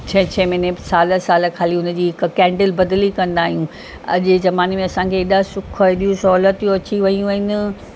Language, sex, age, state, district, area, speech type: Sindhi, female, 45-60, Maharashtra, Mumbai Suburban, urban, spontaneous